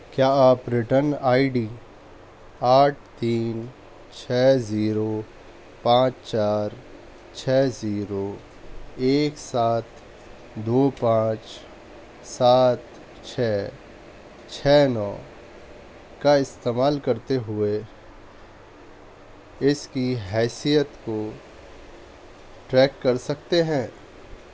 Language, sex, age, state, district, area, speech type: Urdu, male, 30-45, Delhi, East Delhi, urban, read